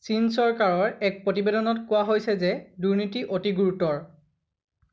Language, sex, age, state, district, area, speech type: Assamese, male, 18-30, Assam, Lakhimpur, rural, read